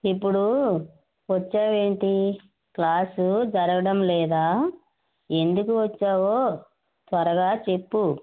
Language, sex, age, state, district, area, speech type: Telugu, female, 60+, Andhra Pradesh, West Godavari, rural, conversation